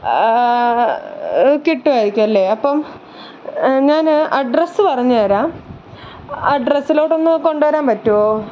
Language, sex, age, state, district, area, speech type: Malayalam, female, 18-30, Kerala, Pathanamthitta, urban, spontaneous